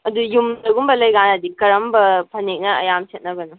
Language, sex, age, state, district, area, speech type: Manipuri, female, 18-30, Manipur, Kakching, rural, conversation